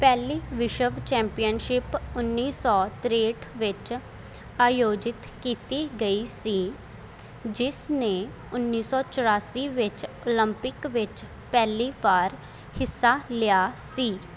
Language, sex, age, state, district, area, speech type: Punjabi, female, 18-30, Punjab, Faridkot, rural, read